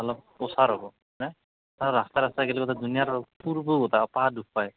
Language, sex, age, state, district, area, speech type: Assamese, male, 18-30, Assam, Darrang, rural, conversation